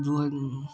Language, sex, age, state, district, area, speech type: Maithili, male, 18-30, Bihar, Darbhanga, rural, spontaneous